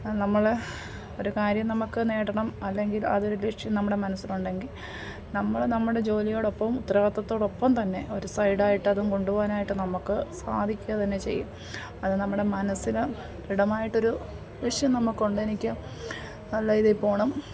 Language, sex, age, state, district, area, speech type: Malayalam, female, 30-45, Kerala, Pathanamthitta, rural, spontaneous